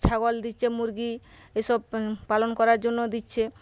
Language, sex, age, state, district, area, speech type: Bengali, female, 30-45, West Bengal, Paschim Medinipur, rural, spontaneous